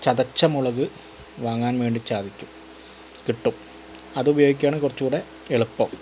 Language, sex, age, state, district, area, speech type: Malayalam, male, 30-45, Kerala, Malappuram, rural, spontaneous